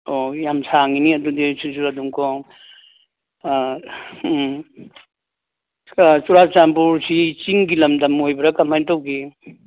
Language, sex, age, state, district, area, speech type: Manipuri, male, 60+, Manipur, Churachandpur, urban, conversation